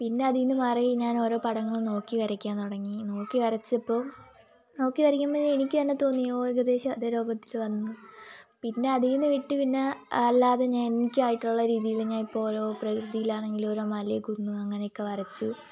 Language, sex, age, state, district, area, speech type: Malayalam, female, 18-30, Kerala, Kollam, rural, spontaneous